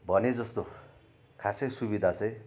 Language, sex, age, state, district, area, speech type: Nepali, male, 18-30, West Bengal, Darjeeling, rural, spontaneous